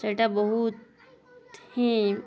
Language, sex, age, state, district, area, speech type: Odia, female, 60+, Odisha, Boudh, rural, spontaneous